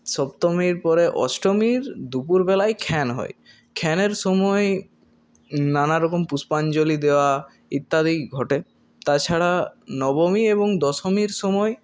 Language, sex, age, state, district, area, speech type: Bengali, male, 18-30, West Bengal, Purulia, urban, spontaneous